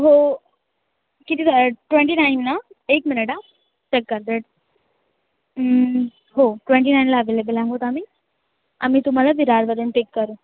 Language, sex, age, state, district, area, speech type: Marathi, female, 18-30, Maharashtra, Mumbai Suburban, urban, conversation